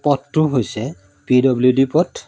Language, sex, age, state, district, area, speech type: Assamese, male, 45-60, Assam, Majuli, rural, spontaneous